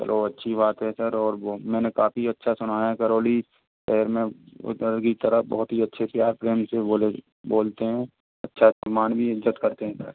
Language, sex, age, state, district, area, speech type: Hindi, male, 18-30, Rajasthan, Karauli, rural, conversation